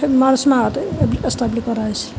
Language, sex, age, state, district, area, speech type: Assamese, female, 30-45, Assam, Nalbari, rural, spontaneous